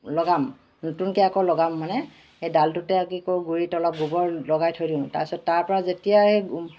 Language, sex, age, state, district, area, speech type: Assamese, female, 45-60, Assam, Charaideo, urban, spontaneous